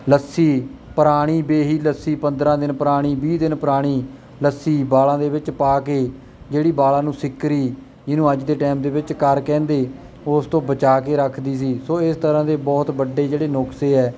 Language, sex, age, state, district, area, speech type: Punjabi, male, 18-30, Punjab, Kapurthala, rural, spontaneous